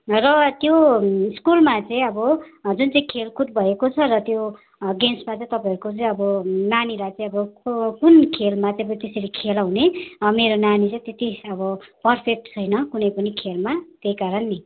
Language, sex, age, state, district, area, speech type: Nepali, female, 45-60, West Bengal, Darjeeling, rural, conversation